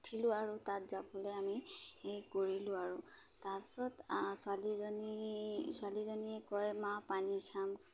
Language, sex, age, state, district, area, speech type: Assamese, female, 30-45, Assam, Dibrugarh, urban, spontaneous